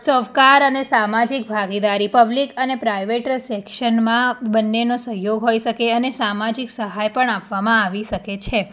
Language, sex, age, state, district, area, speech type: Gujarati, female, 18-30, Gujarat, Anand, urban, spontaneous